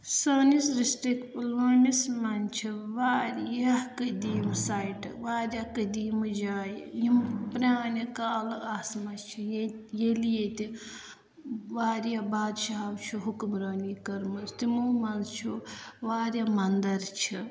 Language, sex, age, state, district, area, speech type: Kashmiri, female, 18-30, Jammu and Kashmir, Pulwama, rural, spontaneous